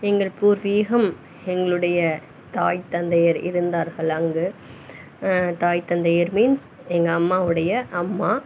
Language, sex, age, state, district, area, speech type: Tamil, female, 30-45, Tamil Nadu, Pudukkottai, rural, spontaneous